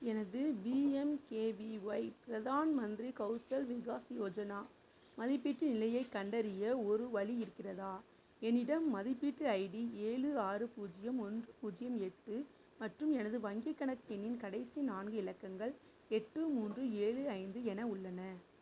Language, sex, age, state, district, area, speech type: Tamil, female, 45-60, Tamil Nadu, Sivaganga, rural, read